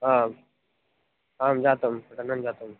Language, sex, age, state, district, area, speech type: Sanskrit, male, 18-30, Maharashtra, Osmanabad, rural, conversation